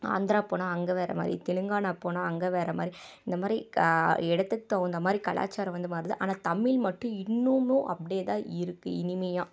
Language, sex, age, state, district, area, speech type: Tamil, female, 30-45, Tamil Nadu, Dharmapuri, rural, spontaneous